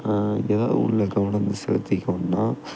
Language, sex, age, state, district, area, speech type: Tamil, male, 18-30, Tamil Nadu, Tiruppur, rural, spontaneous